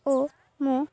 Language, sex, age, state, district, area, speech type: Odia, female, 18-30, Odisha, Balangir, urban, spontaneous